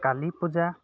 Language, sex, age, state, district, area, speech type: Assamese, male, 30-45, Assam, Dhemaji, urban, spontaneous